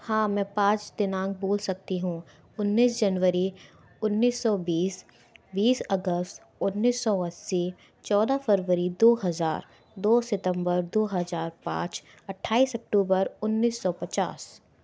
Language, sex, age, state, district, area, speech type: Hindi, female, 18-30, Madhya Pradesh, Gwalior, urban, spontaneous